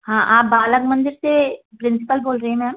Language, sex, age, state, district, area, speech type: Hindi, female, 30-45, Madhya Pradesh, Gwalior, urban, conversation